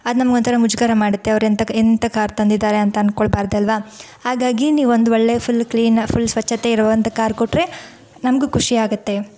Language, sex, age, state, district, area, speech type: Kannada, female, 30-45, Karnataka, Bangalore Urban, rural, spontaneous